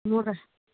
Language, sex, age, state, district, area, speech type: Maithili, female, 45-60, Bihar, Araria, rural, conversation